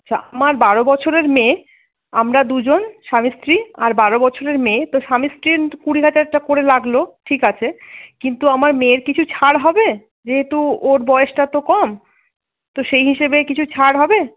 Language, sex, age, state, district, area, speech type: Bengali, female, 30-45, West Bengal, Paschim Bardhaman, urban, conversation